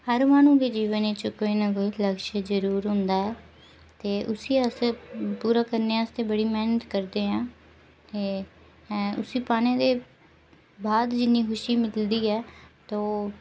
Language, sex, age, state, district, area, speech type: Dogri, female, 18-30, Jammu and Kashmir, Udhampur, rural, spontaneous